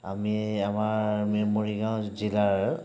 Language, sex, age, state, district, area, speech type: Assamese, male, 45-60, Assam, Nagaon, rural, spontaneous